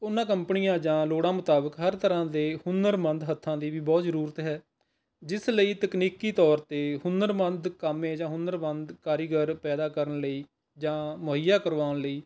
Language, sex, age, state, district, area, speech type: Punjabi, male, 45-60, Punjab, Rupnagar, urban, spontaneous